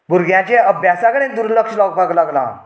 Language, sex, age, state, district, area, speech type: Goan Konkani, male, 45-60, Goa, Canacona, rural, spontaneous